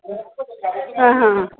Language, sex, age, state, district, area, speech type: Dogri, female, 30-45, Jammu and Kashmir, Reasi, urban, conversation